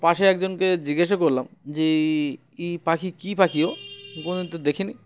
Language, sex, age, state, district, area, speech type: Bengali, male, 30-45, West Bengal, Uttar Dinajpur, urban, spontaneous